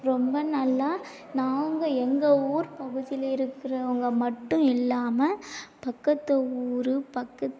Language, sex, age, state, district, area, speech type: Tamil, female, 18-30, Tamil Nadu, Tiruvannamalai, urban, spontaneous